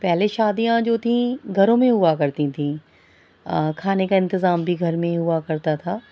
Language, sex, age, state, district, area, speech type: Urdu, female, 30-45, Delhi, South Delhi, rural, spontaneous